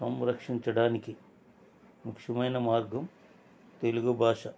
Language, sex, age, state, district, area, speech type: Telugu, male, 60+, Andhra Pradesh, East Godavari, rural, spontaneous